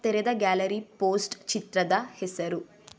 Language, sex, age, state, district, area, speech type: Kannada, female, 18-30, Karnataka, Mysore, urban, read